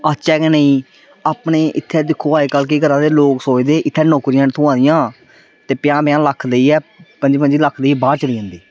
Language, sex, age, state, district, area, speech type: Dogri, male, 18-30, Jammu and Kashmir, Samba, rural, spontaneous